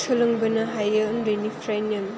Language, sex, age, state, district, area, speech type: Bodo, female, 18-30, Assam, Chirang, rural, spontaneous